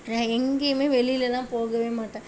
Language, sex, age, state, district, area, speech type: Tamil, female, 45-60, Tamil Nadu, Tiruvarur, urban, spontaneous